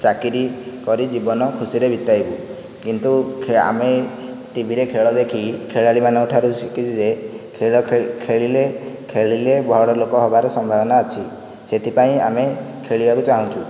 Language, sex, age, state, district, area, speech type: Odia, male, 18-30, Odisha, Nayagarh, rural, spontaneous